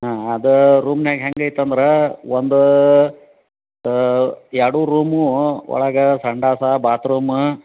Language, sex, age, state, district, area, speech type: Kannada, male, 45-60, Karnataka, Dharwad, rural, conversation